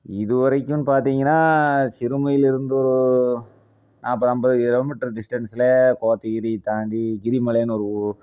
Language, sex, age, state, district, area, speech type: Tamil, male, 30-45, Tamil Nadu, Coimbatore, rural, spontaneous